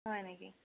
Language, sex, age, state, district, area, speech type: Assamese, female, 30-45, Assam, Sonitpur, rural, conversation